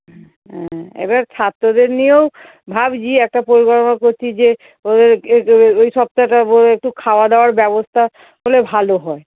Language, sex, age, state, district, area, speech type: Bengali, female, 45-60, West Bengal, North 24 Parganas, urban, conversation